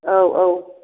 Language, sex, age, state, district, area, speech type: Bodo, female, 60+, Assam, Kokrajhar, rural, conversation